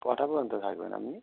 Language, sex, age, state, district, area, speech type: Bengali, male, 30-45, West Bengal, Howrah, urban, conversation